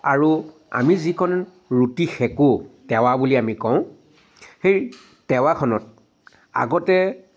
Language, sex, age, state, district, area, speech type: Assamese, male, 45-60, Assam, Charaideo, urban, spontaneous